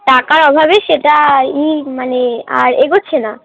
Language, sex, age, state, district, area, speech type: Bengali, female, 18-30, West Bengal, Darjeeling, urban, conversation